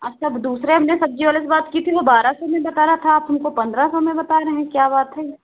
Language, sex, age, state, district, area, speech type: Hindi, female, 30-45, Uttar Pradesh, Sitapur, rural, conversation